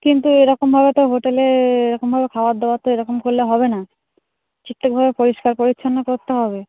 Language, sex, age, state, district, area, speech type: Bengali, female, 30-45, West Bengal, Darjeeling, urban, conversation